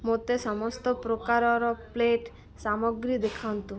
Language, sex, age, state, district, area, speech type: Odia, female, 45-60, Odisha, Malkangiri, urban, read